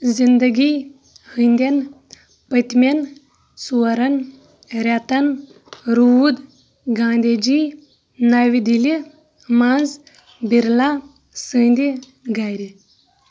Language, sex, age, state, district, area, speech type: Kashmiri, female, 30-45, Jammu and Kashmir, Shopian, rural, read